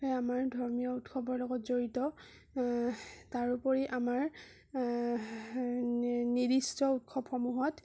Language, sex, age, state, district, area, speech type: Assamese, female, 18-30, Assam, Sonitpur, urban, spontaneous